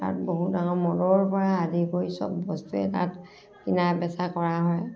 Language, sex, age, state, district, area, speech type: Assamese, female, 45-60, Assam, Dhemaji, urban, spontaneous